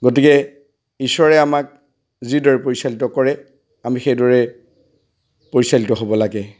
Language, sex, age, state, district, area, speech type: Assamese, male, 45-60, Assam, Golaghat, urban, spontaneous